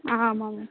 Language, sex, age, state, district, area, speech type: Tamil, female, 18-30, Tamil Nadu, Thoothukudi, rural, conversation